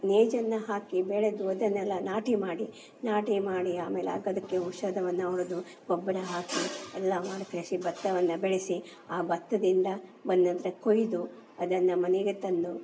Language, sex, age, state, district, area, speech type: Kannada, female, 60+, Karnataka, Dakshina Kannada, rural, spontaneous